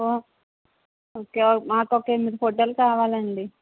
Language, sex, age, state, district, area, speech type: Telugu, female, 18-30, Andhra Pradesh, Eluru, rural, conversation